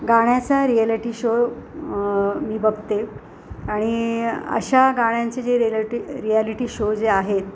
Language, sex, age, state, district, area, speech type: Marathi, female, 45-60, Maharashtra, Ratnagiri, rural, spontaneous